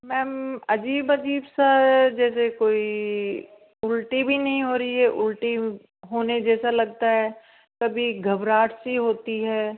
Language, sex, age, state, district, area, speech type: Hindi, female, 30-45, Rajasthan, Jaipur, urban, conversation